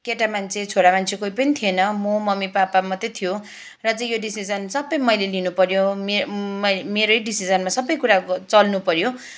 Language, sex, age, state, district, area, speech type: Nepali, female, 45-60, West Bengal, Kalimpong, rural, spontaneous